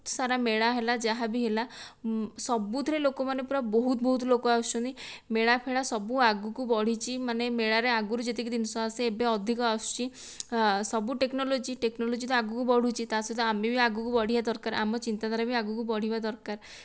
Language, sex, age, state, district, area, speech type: Odia, female, 18-30, Odisha, Dhenkanal, rural, spontaneous